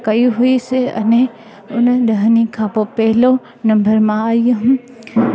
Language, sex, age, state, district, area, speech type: Sindhi, female, 18-30, Gujarat, Junagadh, rural, spontaneous